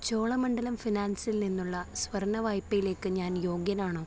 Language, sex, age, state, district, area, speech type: Malayalam, female, 18-30, Kerala, Thrissur, rural, read